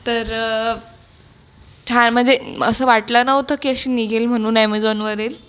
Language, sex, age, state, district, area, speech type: Marathi, female, 18-30, Maharashtra, Buldhana, rural, spontaneous